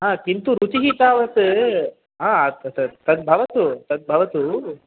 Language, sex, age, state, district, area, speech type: Sanskrit, male, 18-30, Tamil Nadu, Chennai, urban, conversation